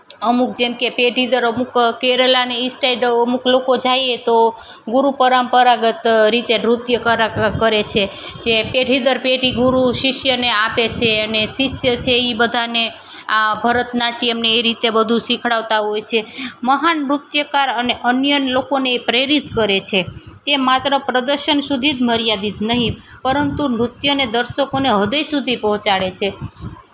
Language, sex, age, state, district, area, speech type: Gujarati, female, 30-45, Gujarat, Junagadh, urban, spontaneous